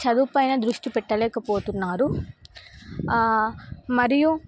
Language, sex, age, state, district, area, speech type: Telugu, female, 18-30, Telangana, Nizamabad, urban, spontaneous